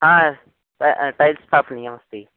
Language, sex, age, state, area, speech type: Sanskrit, male, 18-30, Chhattisgarh, urban, conversation